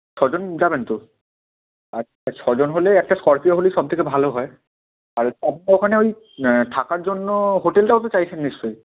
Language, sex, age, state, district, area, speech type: Bengali, male, 18-30, West Bengal, Bankura, urban, conversation